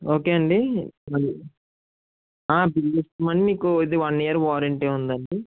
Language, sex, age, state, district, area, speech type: Telugu, male, 30-45, Andhra Pradesh, Krishna, urban, conversation